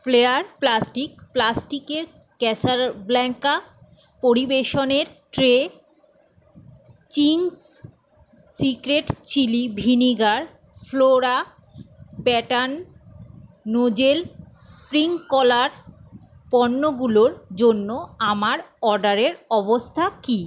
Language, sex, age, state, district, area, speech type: Bengali, female, 60+, West Bengal, Paschim Bardhaman, rural, read